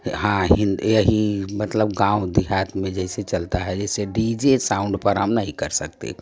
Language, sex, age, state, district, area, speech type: Hindi, female, 60+, Uttar Pradesh, Prayagraj, rural, spontaneous